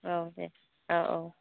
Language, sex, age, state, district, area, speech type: Bodo, female, 45-60, Assam, Kokrajhar, urban, conversation